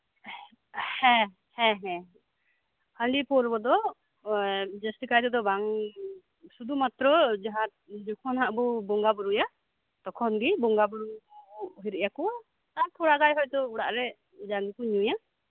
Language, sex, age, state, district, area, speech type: Santali, female, 30-45, West Bengal, Birbhum, rural, conversation